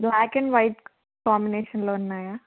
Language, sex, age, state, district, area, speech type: Telugu, female, 18-30, Telangana, Adilabad, urban, conversation